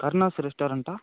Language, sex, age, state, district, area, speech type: Tamil, male, 30-45, Tamil Nadu, Ariyalur, rural, conversation